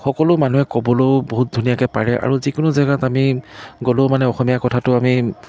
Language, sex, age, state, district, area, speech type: Assamese, male, 30-45, Assam, Biswanath, rural, spontaneous